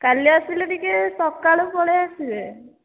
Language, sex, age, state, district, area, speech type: Odia, female, 45-60, Odisha, Boudh, rural, conversation